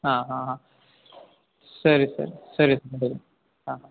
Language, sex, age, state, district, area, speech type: Kannada, male, 18-30, Karnataka, Uttara Kannada, rural, conversation